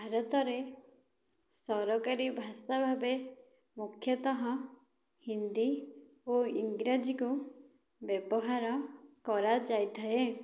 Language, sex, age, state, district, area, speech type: Odia, female, 18-30, Odisha, Dhenkanal, rural, spontaneous